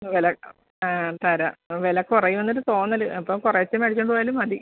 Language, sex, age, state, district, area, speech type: Malayalam, female, 45-60, Kerala, Alappuzha, rural, conversation